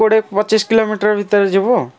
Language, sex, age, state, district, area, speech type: Odia, male, 18-30, Odisha, Kendrapara, urban, spontaneous